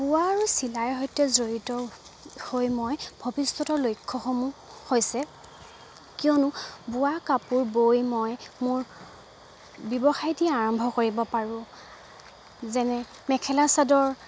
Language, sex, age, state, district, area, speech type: Assamese, female, 45-60, Assam, Dibrugarh, rural, spontaneous